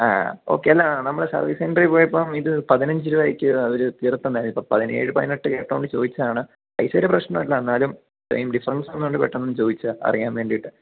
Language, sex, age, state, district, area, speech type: Malayalam, male, 18-30, Kerala, Idukki, rural, conversation